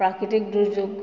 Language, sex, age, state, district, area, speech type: Assamese, female, 45-60, Assam, Majuli, urban, spontaneous